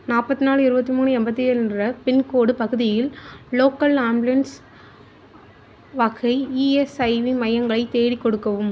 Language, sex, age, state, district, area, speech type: Tamil, female, 30-45, Tamil Nadu, Mayiladuthurai, rural, read